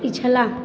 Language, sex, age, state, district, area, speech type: Hindi, female, 30-45, Uttar Pradesh, Azamgarh, rural, read